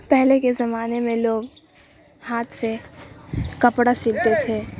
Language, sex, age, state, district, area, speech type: Urdu, female, 18-30, Bihar, Supaul, rural, spontaneous